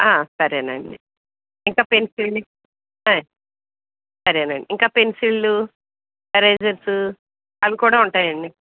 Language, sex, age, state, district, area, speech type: Telugu, female, 60+, Andhra Pradesh, Eluru, urban, conversation